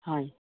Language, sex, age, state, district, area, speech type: Assamese, female, 60+, Assam, Biswanath, rural, conversation